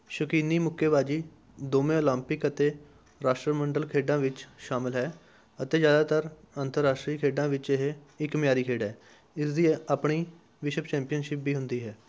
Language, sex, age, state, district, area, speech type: Punjabi, male, 18-30, Punjab, Rupnagar, rural, read